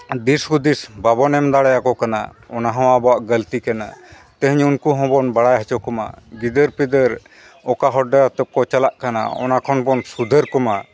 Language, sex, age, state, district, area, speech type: Santali, male, 45-60, Jharkhand, East Singhbhum, rural, spontaneous